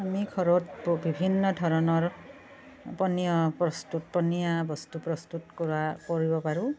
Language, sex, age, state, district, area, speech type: Assamese, female, 45-60, Assam, Barpeta, rural, spontaneous